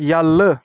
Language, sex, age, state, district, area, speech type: Kashmiri, male, 18-30, Jammu and Kashmir, Kulgam, urban, read